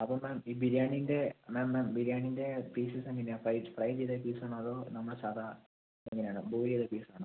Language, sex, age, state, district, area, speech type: Malayalam, male, 18-30, Kerala, Wayanad, rural, conversation